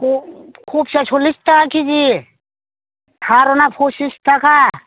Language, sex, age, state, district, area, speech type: Bodo, female, 60+, Assam, Chirang, rural, conversation